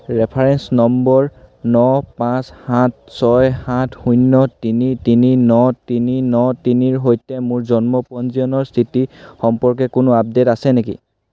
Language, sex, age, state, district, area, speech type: Assamese, male, 18-30, Assam, Sivasagar, rural, read